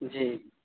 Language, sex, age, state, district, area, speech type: Urdu, male, 18-30, Delhi, South Delhi, urban, conversation